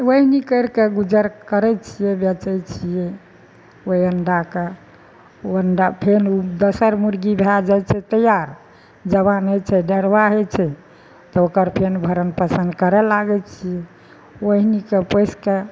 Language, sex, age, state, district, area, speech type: Maithili, female, 60+, Bihar, Madhepura, urban, spontaneous